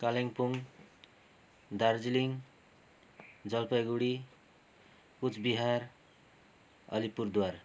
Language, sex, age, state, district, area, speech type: Nepali, male, 30-45, West Bengal, Kalimpong, rural, spontaneous